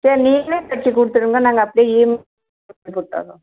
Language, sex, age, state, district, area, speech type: Tamil, female, 60+, Tamil Nadu, Erode, rural, conversation